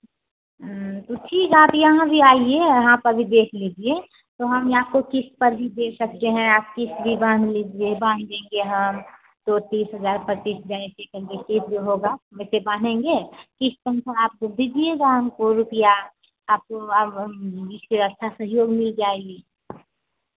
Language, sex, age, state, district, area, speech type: Hindi, female, 30-45, Bihar, Madhepura, rural, conversation